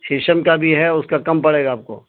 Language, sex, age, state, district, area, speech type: Urdu, male, 45-60, Bihar, Araria, rural, conversation